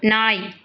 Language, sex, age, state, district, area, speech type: Tamil, female, 18-30, Tamil Nadu, Thoothukudi, urban, read